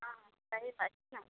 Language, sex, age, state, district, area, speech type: Maithili, female, 45-60, Bihar, Muzaffarpur, rural, conversation